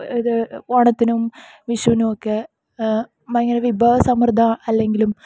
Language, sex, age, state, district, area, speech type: Malayalam, female, 18-30, Kerala, Kasaragod, rural, spontaneous